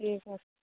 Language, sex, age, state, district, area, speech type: Bengali, female, 45-60, West Bengal, Darjeeling, urban, conversation